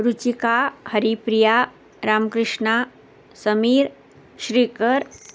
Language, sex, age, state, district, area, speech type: Sanskrit, female, 45-60, Karnataka, Belgaum, urban, spontaneous